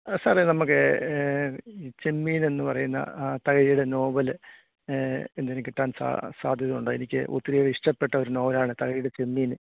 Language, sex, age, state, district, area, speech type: Malayalam, male, 60+, Kerala, Kottayam, urban, conversation